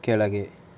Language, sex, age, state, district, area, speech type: Kannada, male, 18-30, Karnataka, Tumkur, rural, read